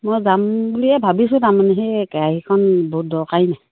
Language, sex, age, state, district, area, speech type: Assamese, female, 45-60, Assam, Sivasagar, rural, conversation